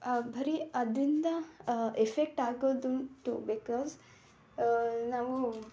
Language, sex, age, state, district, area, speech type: Kannada, female, 18-30, Karnataka, Mysore, urban, spontaneous